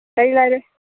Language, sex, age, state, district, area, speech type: Manipuri, female, 60+, Manipur, Imphal East, rural, conversation